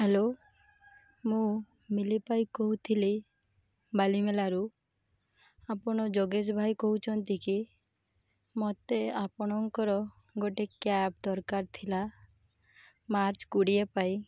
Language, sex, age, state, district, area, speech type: Odia, female, 18-30, Odisha, Malkangiri, urban, spontaneous